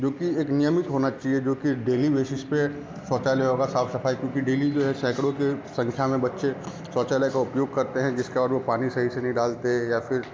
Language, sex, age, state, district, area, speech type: Hindi, male, 30-45, Bihar, Darbhanga, rural, spontaneous